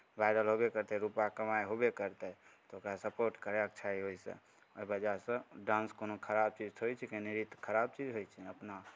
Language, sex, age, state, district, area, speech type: Maithili, male, 18-30, Bihar, Begusarai, rural, spontaneous